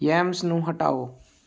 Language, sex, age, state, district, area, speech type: Punjabi, male, 18-30, Punjab, Gurdaspur, urban, read